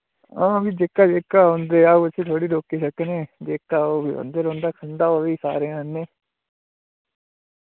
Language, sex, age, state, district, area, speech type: Dogri, male, 18-30, Jammu and Kashmir, Udhampur, rural, conversation